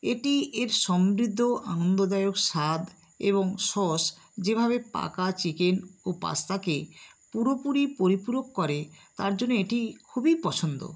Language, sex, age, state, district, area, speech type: Bengali, female, 60+, West Bengal, Nadia, rural, spontaneous